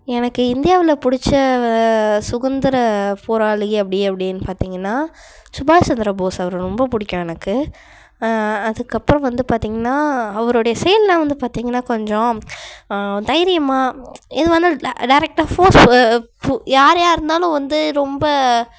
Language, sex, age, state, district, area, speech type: Tamil, female, 45-60, Tamil Nadu, Cuddalore, urban, spontaneous